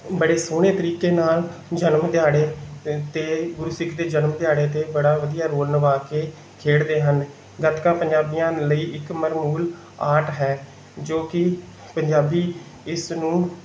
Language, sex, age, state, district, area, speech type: Punjabi, male, 18-30, Punjab, Bathinda, rural, spontaneous